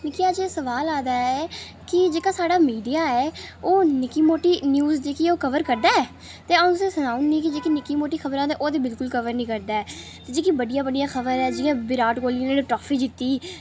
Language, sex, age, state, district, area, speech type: Dogri, female, 30-45, Jammu and Kashmir, Udhampur, urban, spontaneous